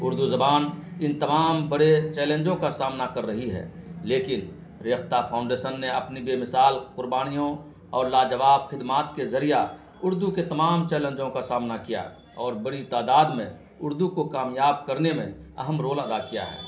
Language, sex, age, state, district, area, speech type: Urdu, male, 45-60, Bihar, Araria, rural, spontaneous